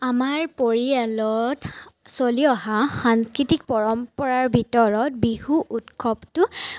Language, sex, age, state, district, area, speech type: Assamese, female, 18-30, Assam, Charaideo, urban, spontaneous